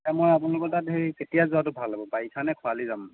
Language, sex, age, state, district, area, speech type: Assamese, male, 18-30, Assam, Lakhimpur, urban, conversation